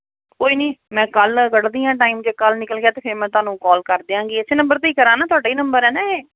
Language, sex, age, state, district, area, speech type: Punjabi, female, 45-60, Punjab, Ludhiana, urban, conversation